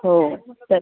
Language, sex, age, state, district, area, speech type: Marathi, female, 18-30, Maharashtra, Thane, urban, conversation